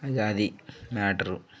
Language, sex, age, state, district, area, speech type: Telugu, male, 18-30, Telangana, Nirmal, rural, spontaneous